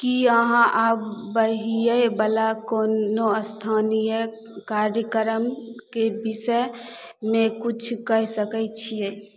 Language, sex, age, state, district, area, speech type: Maithili, female, 18-30, Bihar, Begusarai, urban, read